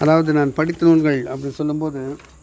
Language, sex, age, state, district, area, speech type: Tamil, male, 60+, Tamil Nadu, Viluppuram, rural, spontaneous